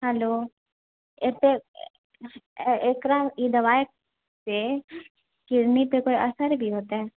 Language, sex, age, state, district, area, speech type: Maithili, female, 30-45, Bihar, Purnia, urban, conversation